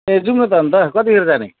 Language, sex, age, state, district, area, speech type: Nepali, male, 45-60, West Bengal, Jalpaiguri, rural, conversation